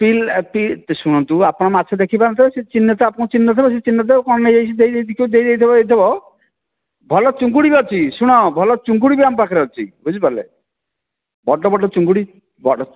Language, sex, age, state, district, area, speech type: Odia, male, 45-60, Odisha, Kandhamal, rural, conversation